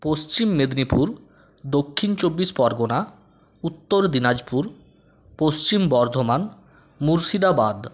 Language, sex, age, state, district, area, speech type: Bengali, male, 18-30, West Bengal, Purulia, rural, spontaneous